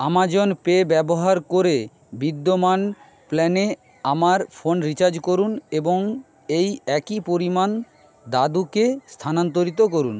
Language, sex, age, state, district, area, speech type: Bengali, male, 30-45, West Bengal, Jhargram, rural, read